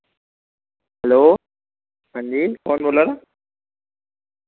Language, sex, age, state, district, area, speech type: Dogri, male, 30-45, Jammu and Kashmir, Samba, rural, conversation